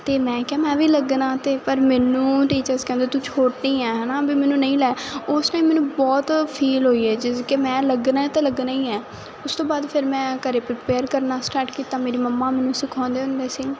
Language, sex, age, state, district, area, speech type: Punjabi, female, 18-30, Punjab, Muktsar, urban, spontaneous